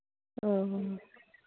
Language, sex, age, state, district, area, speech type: Manipuri, female, 45-60, Manipur, Ukhrul, rural, conversation